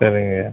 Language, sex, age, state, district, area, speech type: Tamil, male, 45-60, Tamil Nadu, Pudukkottai, rural, conversation